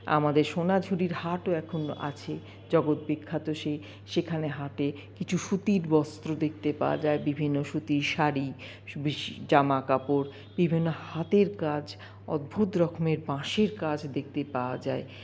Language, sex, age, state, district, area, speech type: Bengali, female, 45-60, West Bengal, Paschim Bardhaman, urban, spontaneous